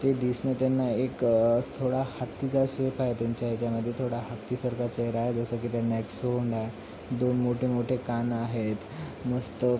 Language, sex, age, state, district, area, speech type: Marathi, male, 18-30, Maharashtra, Nanded, rural, spontaneous